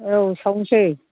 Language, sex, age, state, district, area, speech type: Bodo, female, 60+, Assam, Kokrajhar, rural, conversation